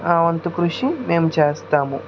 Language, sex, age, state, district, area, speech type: Telugu, male, 45-60, Andhra Pradesh, West Godavari, rural, spontaneous